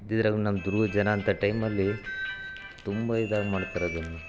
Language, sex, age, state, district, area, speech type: Kannada, male, 30-45, Karnataka, Chitradurga, rural, spontaneous